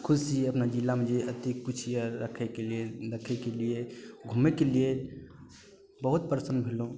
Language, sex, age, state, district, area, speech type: Maithili, male, 18-30, Bihar, Darbhanga, rural, spontaneous